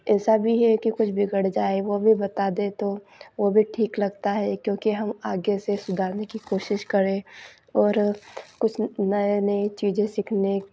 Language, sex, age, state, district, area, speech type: Hindi, female, 18-30, Madhya Pradesh, Ujjain, rural, spontaneous